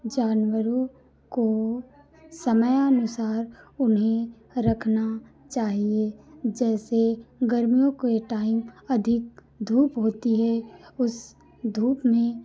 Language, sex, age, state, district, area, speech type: Hindi, female, 30-45, Uttar Pradesh, Lucknow, rural, spontaneous